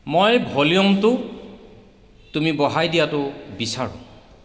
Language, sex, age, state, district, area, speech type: Assamese, male, 45-60, Assam, Sivasagar, rural, read